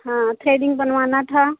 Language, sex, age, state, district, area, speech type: Hindi, female, 45-60, Uttar Pradesh, Chandauli, rural, conversation